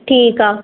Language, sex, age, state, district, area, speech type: Sindhi, female, 18-30, Maharashtra, Mumbai Suburban, urban, conversation